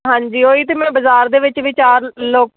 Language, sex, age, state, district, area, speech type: Punjabi, female, 18-30, Punjab, Fazilka, rural, conversation